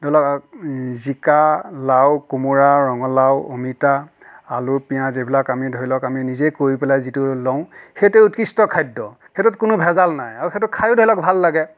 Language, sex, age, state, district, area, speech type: Assamese, male, 60+, Assam, Nagaon, rural, spontaneous